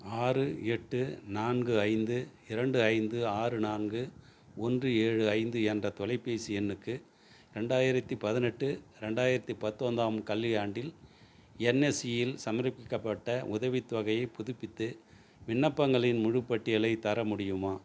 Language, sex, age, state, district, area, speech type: Tamil, male, 60+, Tamil Nadu, Tiruvannamalai, urban, read